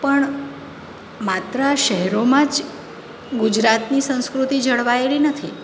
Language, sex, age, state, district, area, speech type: Gujarati, female, 45-60, Gujarat, Surat, urban, spontaneous